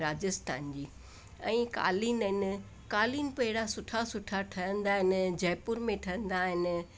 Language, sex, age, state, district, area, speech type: Sindhi, female, 60+, Rajasthan, Ajmer, urban, spontaneous